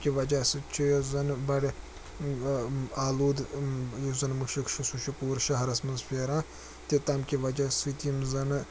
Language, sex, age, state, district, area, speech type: Kashmiri, male, 18-30, Jammu and Kashmir, Srinagar, urban, spontaneous